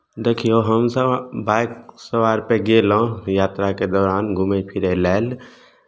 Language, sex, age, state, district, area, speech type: Maithili, male, 18-30, Bihar, Samastipur, rural, spontaneous